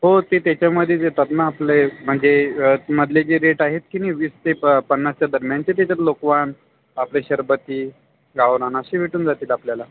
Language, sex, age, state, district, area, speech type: Marathi, male, 30-45, Maharashtra, Buldhana, urban, conversation